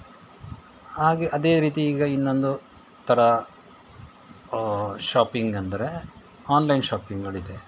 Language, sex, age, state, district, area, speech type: Kannada, male, 45-60, Karnataka, Shimoga, rural, spontaneous